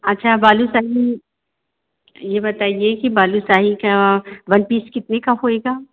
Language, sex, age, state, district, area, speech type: Hindi, female, 45-60, Uttar Pradesh, Sitapur, rural, conversation